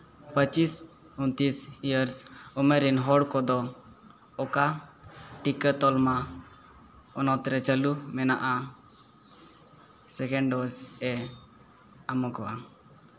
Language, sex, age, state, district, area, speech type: Santali, male, 18-30, Jharkhand, East Singhbhum, rural, read